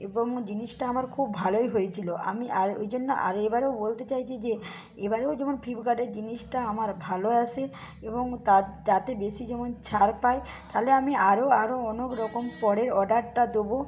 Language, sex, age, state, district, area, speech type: Bengali, female, 45-60, West Bengal, Purba Medinipur, rural, spontaneous